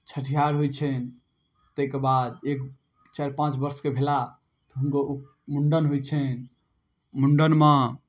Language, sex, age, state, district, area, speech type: Maithili, male, 18-30, Bihar, Darbhanga, rural, spontaneous